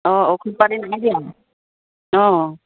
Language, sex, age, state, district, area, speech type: Assamese, female, 60+, Assam, Dibrugarh, rural, conversation